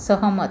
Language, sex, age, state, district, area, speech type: Marathi, female, 30-45, Maharashtra, Amravati, urban, read